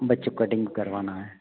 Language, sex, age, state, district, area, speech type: Hindi, male, 60+, Madhya Pradesh, Hoshangabad, rural, conversation